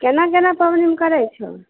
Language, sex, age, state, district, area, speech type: Maithili, female, 30-45, Bihar, Begusarai, rural, conversation